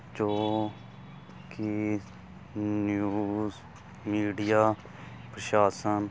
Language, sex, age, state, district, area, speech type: Punjabi, male, 18-30, Punjab, Fazilka, rural, spontaneous